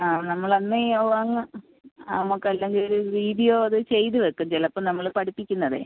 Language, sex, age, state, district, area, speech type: Malayalam, female, 30-45, Kerala, Kollam, rural, conversation